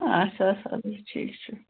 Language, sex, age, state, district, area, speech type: Kashmiri, female, 18-30, Jammu and Kashmir, Pulwama, rural, conversation